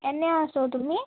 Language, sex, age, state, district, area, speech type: Assamese, female, 18-30, Assam, Tinsukia, rural, conversation